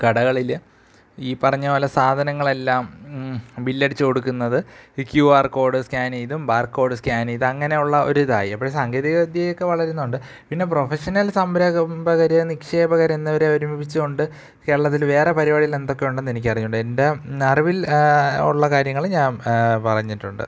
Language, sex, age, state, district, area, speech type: Malayalam, male, 18-30, Kerala, Thiruvananthapuram, urban, spontaneous